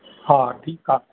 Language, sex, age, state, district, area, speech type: Sindhi, male, 60+, Rajasthan, Ajmer, urban, conversation